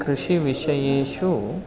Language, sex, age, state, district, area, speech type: Sanskrit, male, 18-30, Karnataka, Bangalore Rural, rural, spontaneous